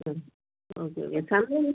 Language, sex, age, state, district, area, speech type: Malayalam, female, 45-60, Kerala, Thiruvananthapuram, rural, conversation